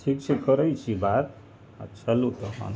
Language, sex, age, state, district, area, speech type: Maithili, male, 60+, Bihar, Madhubani, rural, spontaneous